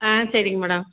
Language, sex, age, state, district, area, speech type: Tamil, female, 45-60, Tamil Nadu, Salem, urban, conversation